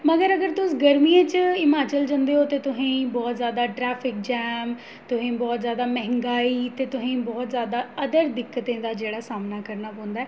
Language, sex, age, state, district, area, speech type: Dogri, female, 30-45, Jammu and Kashmir, Jammu, urban, spontaneous